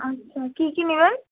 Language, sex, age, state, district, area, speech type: Bengali, female, 18-30, West Bengal, Purba Bardhaman, urban, conversation